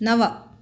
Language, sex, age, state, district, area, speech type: Sanskrit, female, 45-60, Telangana, Bhadradri Kothagudem, urban, read